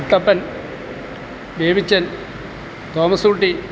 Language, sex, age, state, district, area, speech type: Malayalam, male, 60+, Kerala, Kottayam, urban, spontaneous